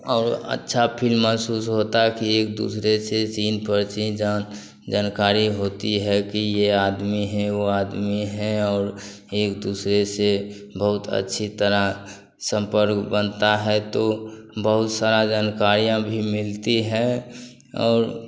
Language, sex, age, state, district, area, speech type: Hindi, male, 30-45, Bihar, Begusarai, rural, spontaneous